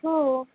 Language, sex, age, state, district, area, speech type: Marathi, female, 18-30, Maharashtra, Mumbai Suburban, urban, conversation